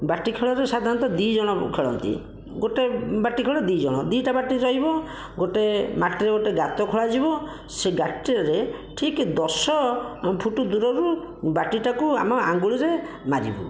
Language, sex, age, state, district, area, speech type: Odia, male, 30-45, Odisha, Bhadrak, rural, spontaneous